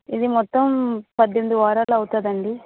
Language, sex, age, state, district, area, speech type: Telugu, female, 18-30, Andhra Pradesh, Vizianagaram, rural, conversation